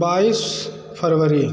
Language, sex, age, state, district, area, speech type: Hindi, male, 30-45, Uttar Pradesh, Bhadohi, urban, spontaneous